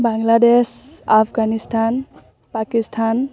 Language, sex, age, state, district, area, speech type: Assamese, female, 18-30, Assam, Kamrup Metropolitan, rural, spontaneous